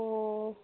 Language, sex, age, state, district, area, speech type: Assamese, female, 30-45, Assam, Sivasagar, rural, conversation